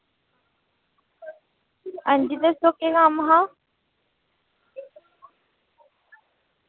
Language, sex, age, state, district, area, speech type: Dogri, female, 30-45, Jammu and Kashmir, Udhampur, rural, conversation